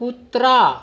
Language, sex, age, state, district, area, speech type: Marathi, male, 30-45, Maharashtra, Washim, rural, read